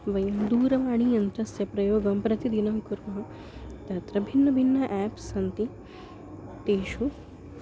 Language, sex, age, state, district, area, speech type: Sanskrit, female, 30-45, Maharashtra, Nagpur, urban, spontaneous